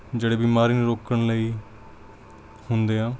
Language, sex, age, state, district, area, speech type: Punjabi, male, 18-30, Punjab, Mansa, urban, spontaneous